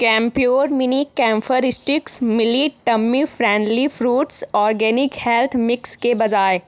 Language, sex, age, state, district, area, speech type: Hindi, female, 18-30, Madhya Pradesh, Ujjain, urban, read